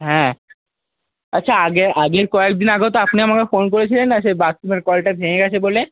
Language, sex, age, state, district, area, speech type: Bengali, male, 30-45, West Bengal, Paschim Bardhaman, urban, conversation